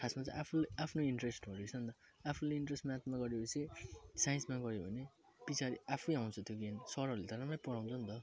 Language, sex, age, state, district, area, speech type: Nepali, male, 30-45, West Bengal, Jalpaiguri, urban, spontaneous